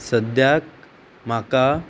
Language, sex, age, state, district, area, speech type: Goan Konkani, female, 18-30, Goa, Murmgao, urban, spontaneous